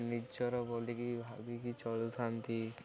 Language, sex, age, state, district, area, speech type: Odia, male, 18-30, Odisha, Koraput, urban, spontaneous